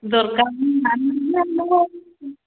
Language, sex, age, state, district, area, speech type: Odia, female, 45-60, Odisha, Angul, rural, conversation